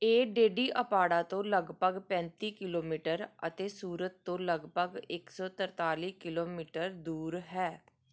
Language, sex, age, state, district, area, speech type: Punjabi, female, 45-60, Punjab, Gurdaspur, urban, read